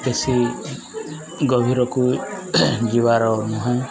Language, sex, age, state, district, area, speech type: Odia, male, 30-45, Odisha, Nuapada, urban, spontaneous